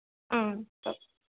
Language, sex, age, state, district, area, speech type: Telugu, female, 18-30, Telangana, Suryapet, urban, conversation